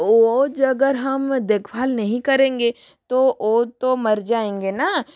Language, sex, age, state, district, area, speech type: Hindi, female, 30-45, Rajasthan, Jodhpur, rural, spontaneous